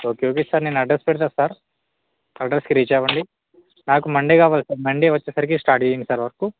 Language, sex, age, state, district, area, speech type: Telugu, male, 18-30, Telangana, Bhadradri Kothagudem, urban, conversation